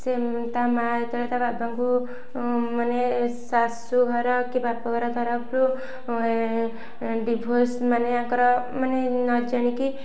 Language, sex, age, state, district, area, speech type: Odia, female, 18-30, Odisha, Kendujhar, urban, spontaneous